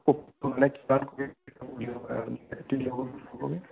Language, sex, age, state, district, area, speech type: Assamese, male, 60+, Assam, Majuli, urban, conversation